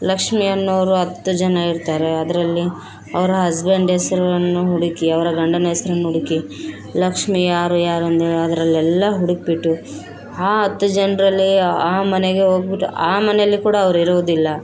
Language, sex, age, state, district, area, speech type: Kannada, female, 30-45, Karnataka, Bellary, rural, spontaneous